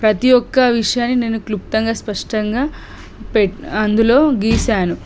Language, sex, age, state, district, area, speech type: Telugu, female, 18-30, Telangana, Suryapet, urban, spontaneous